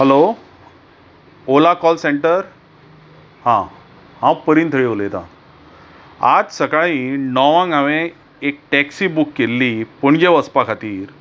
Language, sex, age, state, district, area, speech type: Goan Konkani, male, 45-60, Goa, Bardez, urban, spontaneous